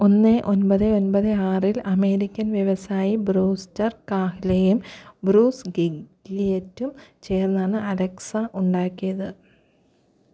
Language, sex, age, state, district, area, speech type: Malayalam, female, 30-45, Kerala, Thiruvananthapuram, rural, read